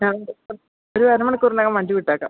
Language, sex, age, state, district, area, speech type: Malayalam, female, 45-60, Kerala, Idukki, rural, conversation